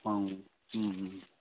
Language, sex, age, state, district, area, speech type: Maithili, male, 45-60, Bihar, Saharsa, rural, conversation